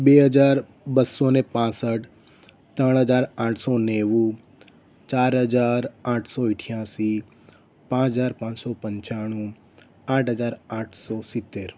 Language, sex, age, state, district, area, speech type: Gujarati, male, 18-30, Gujarat, Ahmedabad, urban, spontaneous